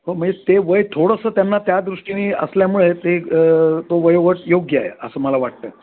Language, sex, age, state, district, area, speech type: Marathi, male, 60+, Maharashtra, Thane, urban, conversation